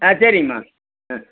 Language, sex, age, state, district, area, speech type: Tamil, male, 60+, Tamil Nadu, Tiruppur, rural, conversation